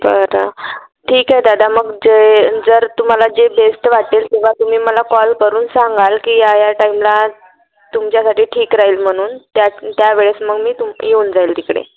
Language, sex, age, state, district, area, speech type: Marathi, female, 30-45, Maharashtra, Wardha, rural, conversation